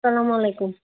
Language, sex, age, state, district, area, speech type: Kashmiri, female, 18-30, Jammu and Kashmir, Budgam, rural, conversation